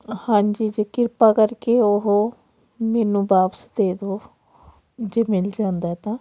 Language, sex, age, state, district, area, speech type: Punjabi, female, 45-60, Punjab, Patiala, rural, spontaneous